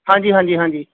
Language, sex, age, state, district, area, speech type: Punjabi, male, 45-60, Punjab, Gurdaspur, rural, conversation